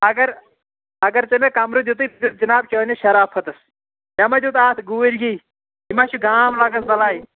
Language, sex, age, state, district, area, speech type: Kashmiri, male, 18-30, Jammu and Kashmir, Bandipora, rural, conversation